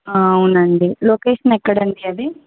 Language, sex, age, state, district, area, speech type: Telugu, female, 18-30, Telangana, Bhadradri Kothagudem, rural, conversation